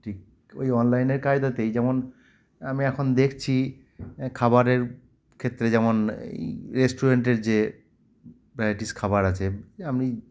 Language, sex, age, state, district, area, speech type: Bengali, male, 30-45, West Bengal, Cooch Behar, urban, spontaneous